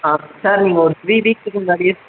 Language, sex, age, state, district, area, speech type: Tamil, male, 18-30, Tamil Nadu, Madurai, urban, conversation